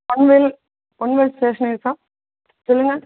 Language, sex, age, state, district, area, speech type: Tamil, female, 30-45, Tamil Nadu, Madurai, rural, conversation